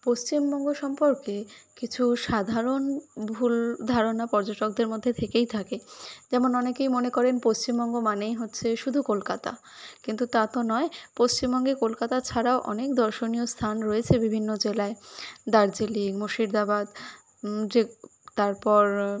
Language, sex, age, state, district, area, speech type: Bengali, female, 18-30, West Bengal, Kolkata, urban, spontaneous